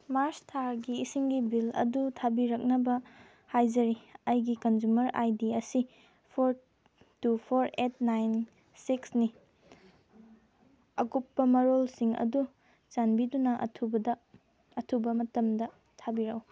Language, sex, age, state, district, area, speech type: Manipuri, female, 18-30, Manipur, Kangpokpi, rural, read